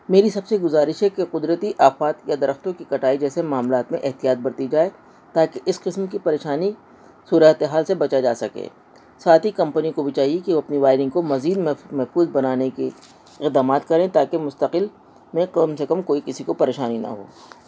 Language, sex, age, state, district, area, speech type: Urdu, female, 60+, Delhi, North East Delhi, urban, spontaneous